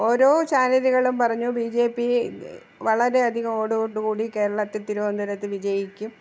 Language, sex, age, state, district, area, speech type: Malayalam, female, 60+, Kerala, Thiruvananthapuram, urban, spontaneous